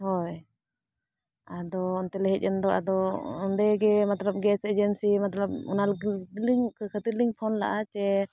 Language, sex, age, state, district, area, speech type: Santali, female, 45-60, Jharkhand, Bokaro, rural, spontaneous